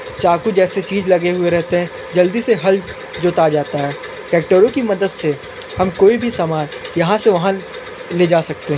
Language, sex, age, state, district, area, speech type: Hindi, male, 18-30, Uttar Pradesh, Sonbhadra, rural, spontaneous